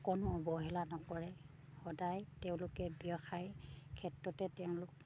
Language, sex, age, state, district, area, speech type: Assamese, female, 30-45, Assam, Sivasagar, rural, spontaneous